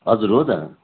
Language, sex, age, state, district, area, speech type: Nepali, male, 45-60, West Bengal, Darjeeling, rural, conversation